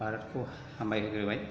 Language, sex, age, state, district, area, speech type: Bodo, male, 30-45, Assam, Chirang, rural, spontaneous